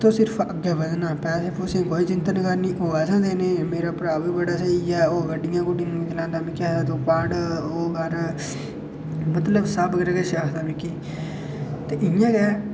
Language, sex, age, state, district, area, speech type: Dogri, male, 18-30, Jammu and Kashmir, Udhampur, rural, spontaneous